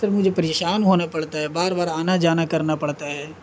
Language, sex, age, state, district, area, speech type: Urdu, male, 18-30, Bihar, Gaya, urban, spontaneous